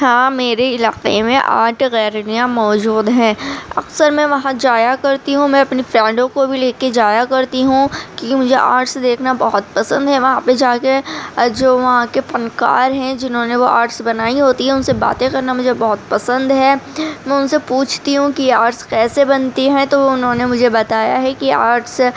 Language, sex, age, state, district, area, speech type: Urdu, female, 30-45, Delhi, Central Delhi, rural, spontaneous